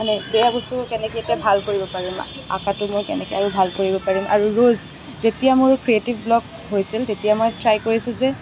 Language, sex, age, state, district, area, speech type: Assamese, female, 18-30, Assam, Kamrup Metropolitan, urban, spontaneous